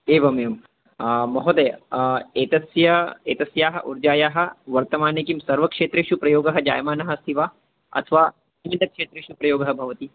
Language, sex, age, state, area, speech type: Sanskrit, male, 30-45, Madhya Pradesh, urban, conversation